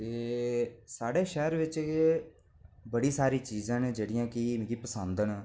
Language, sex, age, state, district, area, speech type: Dogri, male, 18-30, Jammu and Kashmir, Reasi, rural, spontaneous